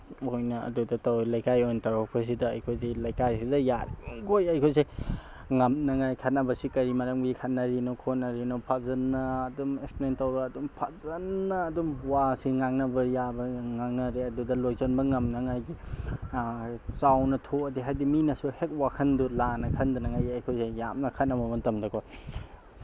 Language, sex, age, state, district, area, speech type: Manipuri, male, 18-30, Manipur, Tengnoupal, urban, spontaneous